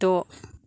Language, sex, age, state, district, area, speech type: Bodo, female, 60+, Assam, Kokrajhar, rural, read